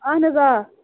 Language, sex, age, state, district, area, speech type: Kashmiri, female, 45-60, Jammu and Kashmir, Bandipora, urban, conversation